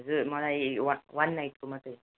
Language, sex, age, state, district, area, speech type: Nepali, male, 18-30, West Bengal, Darjeeling, rural, conversation